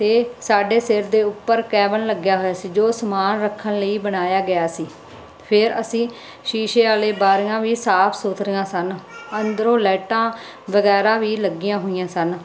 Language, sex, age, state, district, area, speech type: Punjabi, female, 30-45, Punjab, Muktsar, urban, spontaneous